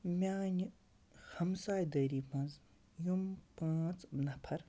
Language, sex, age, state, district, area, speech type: Kashmiri, female, 18-30, Jammu and Kashmir, Baramulla, rural, spontaneous